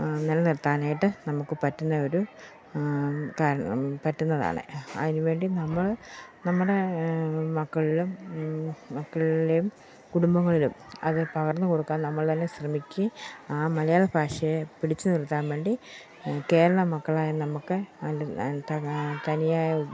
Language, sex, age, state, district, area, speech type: Malayalam, female, 45-60, Kerala, Pathanamthitta, rural, spontaneous